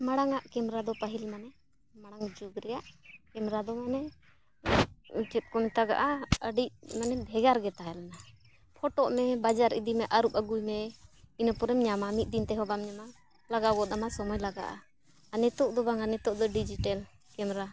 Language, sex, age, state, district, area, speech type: Santali, female, 30-45, Jharkhand, Bokaro, rural, spontaneous